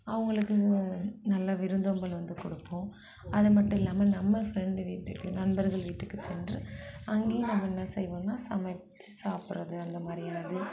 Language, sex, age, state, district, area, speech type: Tamil, female, 45-60, Tamil Nadu, Mayiladuthurai, urban, spontaneous